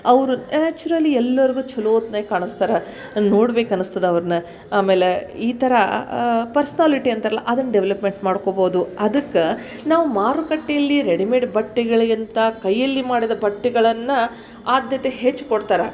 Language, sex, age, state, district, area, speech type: Kannada, female, 45-60, Karnataka, Dharwad, rural, spontaneous